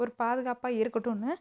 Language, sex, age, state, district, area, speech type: Tamil, female, 30-45, Tamil Nadu, Theni, urban, spontaneous